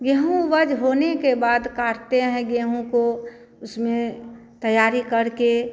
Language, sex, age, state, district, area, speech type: Hindi, female, 45-60, Bihar, Madhepura, rural, spontaneous